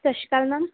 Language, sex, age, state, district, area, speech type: Punjabi, female, 18-30, Punjab, Mohali, urban, conversation